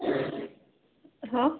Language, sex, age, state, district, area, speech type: Odia, female, 30-45, Odisha, Sambalpur, rural, conversation